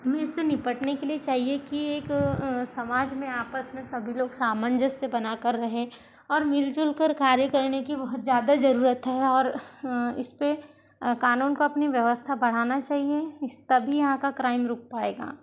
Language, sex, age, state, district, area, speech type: Hindi, female, 60+, Madhya Pradesh, Balaghat, rural, spontaneous